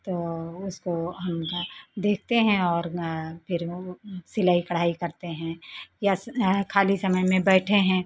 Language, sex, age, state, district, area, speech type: Hindi, female, 45-60, Uttar Pradesh, Lucknow, rural, spontaneous